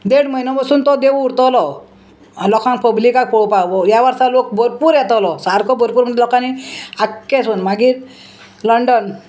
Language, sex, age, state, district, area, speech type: Goan Konkani, female, 60+, Goa, Salcete, rural, spontaneous